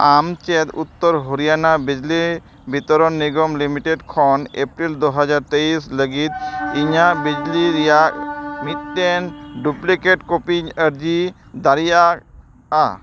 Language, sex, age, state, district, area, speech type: Santali, male, 30-45, West Bengal, Dakshin Dinajpur, rural, read